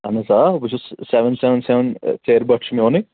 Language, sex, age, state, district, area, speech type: Kashmiri, male, 18-30, Jammu and Kashmir, Anantnag, urban, conversation